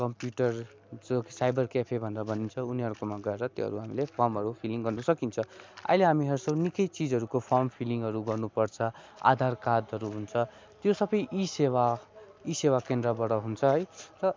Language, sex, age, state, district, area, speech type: Nepali, male, 18-30, West Bengal, Darjeeling, rural, spontaneous